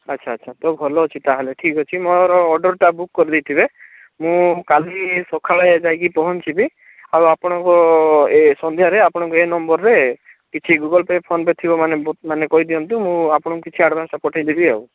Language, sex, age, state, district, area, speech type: Odia, male, 45-60, Odisha, Bhadrak, rural, conversation